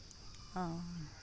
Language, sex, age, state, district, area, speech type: Santali, female, 45-60, Jharkhand, Seraikela Kharsawan, rural, spontaneous